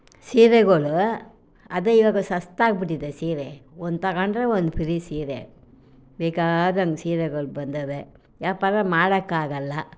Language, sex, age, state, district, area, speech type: Kannada, female, 60+, Karnataka, Mysore, rural, spontaneous